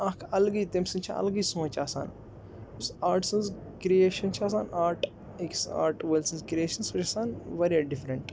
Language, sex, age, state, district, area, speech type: Kashmiri, male, 18-30, Jammu and Kashmir, Budgam, rural, spontaneous